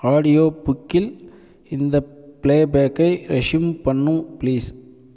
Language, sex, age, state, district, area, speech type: Tamil, male, 45-60, Tamil Nadu, Namakkal, rural, read